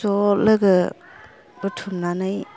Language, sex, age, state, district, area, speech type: Bodo, female, 30-45, Assam, Kokrajhar, rural, spontaneous